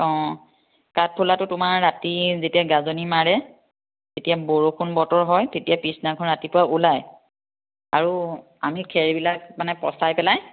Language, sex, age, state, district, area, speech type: Assamese, female, 30-45, Assam, Biswanath, rural, conversation